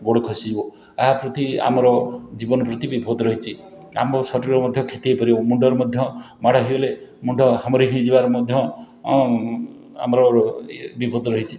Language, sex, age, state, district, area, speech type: Odia, male, 60+, Odisha, Puri, urban, spontaneous